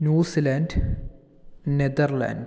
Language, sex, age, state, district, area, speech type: Malayalam, male, 45-60, Kerala, Palakkad, urban, spontaneous